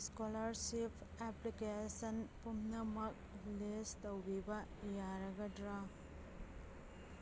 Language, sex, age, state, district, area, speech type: Manipuri, female, 30-45, Manipur, Kangpokpi, urban, read